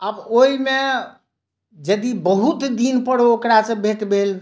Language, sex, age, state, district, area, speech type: Maithili, male, 60+, Bihar, Madhubani, rural, spontaneous